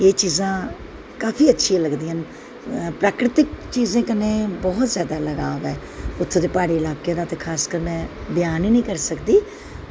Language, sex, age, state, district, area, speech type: Dogri, female, 45-60, Jammu and Kashmir, Udhampur, urban, spontaneous